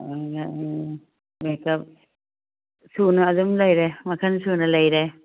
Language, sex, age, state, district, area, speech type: Manipuri, female, 45-60, Manipur, Churachandpur, urban, conversation